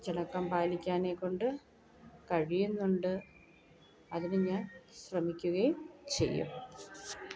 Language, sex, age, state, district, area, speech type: Malayalam, female, 30-45, Kerala, Kollam, rural, spontaneous